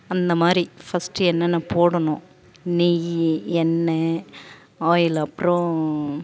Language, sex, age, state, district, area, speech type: Tamil, female, 30-45, Tamil Nadu, Tiruvannamalai, urban, spontaneous